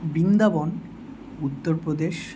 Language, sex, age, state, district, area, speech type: Bengali, male, 18-30, West Bengal, Kolkata, urban, spontaneous